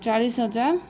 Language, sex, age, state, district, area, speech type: Odia, female, 30-45, Odisha, Koraput, urban, spontaneous